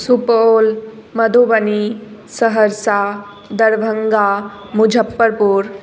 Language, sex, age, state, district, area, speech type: Maithili, female, 18-30, Bihar, Madhubani, rural, spontaneous